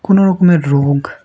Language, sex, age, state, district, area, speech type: Bengali, male, 18-30, West Bengal, Murshidabad, urban, spontaneous